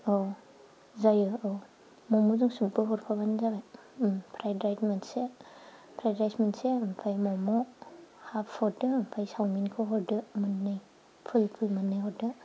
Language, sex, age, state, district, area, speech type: Bodo, female, 30-45, Assam, Chirang, urban, spontaneous